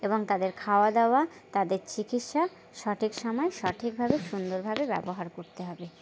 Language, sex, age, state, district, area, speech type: Bengali, female, 18-30, West Bengal, Birbhum, urban, spontaneous